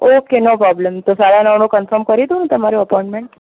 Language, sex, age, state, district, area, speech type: Gujarati, female, 18-30, Gujarat, Ahmedabad, urban, conversation